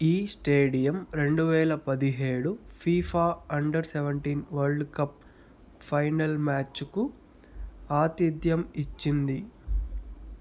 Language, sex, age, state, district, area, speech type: Telugu, male, 30-45, Andhra Pradesh, Chittoor, rural, read